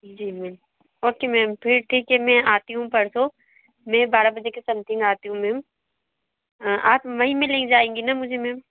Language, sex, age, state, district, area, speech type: Hindi, female, 60+, Madhya Pradesh, Bhopal, urban, conversation